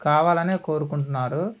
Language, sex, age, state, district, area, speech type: Telugu, male, 18-30, Andhra Pradesh, Alluri Sitarama Raju, rural, spontaneous